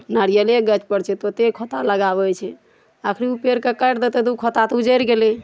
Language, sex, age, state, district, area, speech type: Maithili, female, 45-60, Bihar, Araria, rural, spontaneous